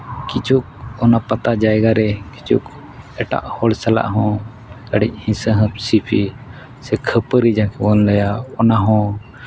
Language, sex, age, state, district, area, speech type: Santali, male, 30-45, Jharkhand, East Singhbhum, rural, spontaneous